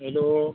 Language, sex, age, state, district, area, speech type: Marathi, other, 18-30, Maharashtra, Buldhana, rural, conversation